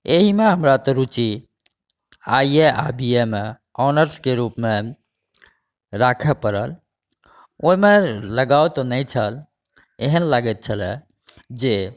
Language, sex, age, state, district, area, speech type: Maithili, male, 45-60, Bihar, Saharsa, rural, spontaneous